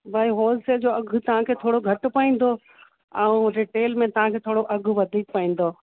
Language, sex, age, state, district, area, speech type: Sindhi, female, 30-45, Uttar Pradesh, Lucknow, urban, conversation